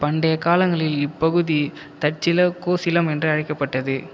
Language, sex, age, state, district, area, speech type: Tamil, male, 18-30, Tamil Nadu, Viluppuram, urban, read